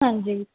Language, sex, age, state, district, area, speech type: Punjabi, female, 18-30, Punjab, Faridkot, urban, conversation